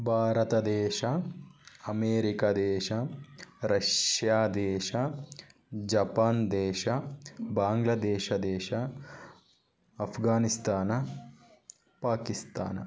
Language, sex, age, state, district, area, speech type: Kannada, male, 30-45, Karnataka, Chitradurga, rural, spontaneous